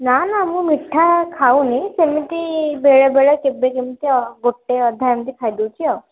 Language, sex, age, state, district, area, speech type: Odia, female, 18-30, Odisha, Bhadrak, rural, conversation